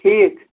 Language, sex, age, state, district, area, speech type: Kashmiri, male, 60+, Jammu and Kashmir, Srinagar, urban, conversation